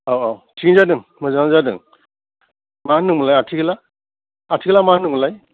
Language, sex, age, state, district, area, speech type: Bodo, male, 60+, Assam, Kokrajhar, rural, conversation